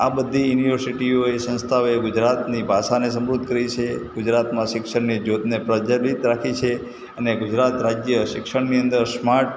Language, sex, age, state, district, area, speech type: Gujarati, male, 60+, Gujarat, Morbi, urban, spontaneous